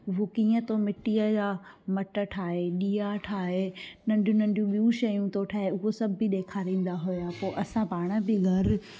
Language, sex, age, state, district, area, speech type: Sindhi, female, 18-30, Gujarat, Junagadh, rural, spontaneous